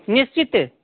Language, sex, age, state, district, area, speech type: Maithili, male, 30-45, Bihar, Madhubani, rural, conversation